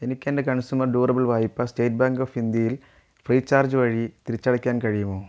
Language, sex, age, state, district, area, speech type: Malayalam, female, 18-30, Kerala, Wayanad, rural, read